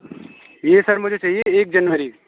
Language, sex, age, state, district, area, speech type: Urdu, male, 18-30, Uttar Pradesh, Aligarh, urban, conversation